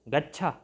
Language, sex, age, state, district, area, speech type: Sanskrit, male, 30-45, Karnataka, Uttara Kannada, rural, read